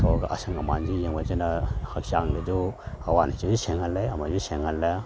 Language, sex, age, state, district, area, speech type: Manipuri, male, 45-60, Manipur, Kakching, rural, spontaneous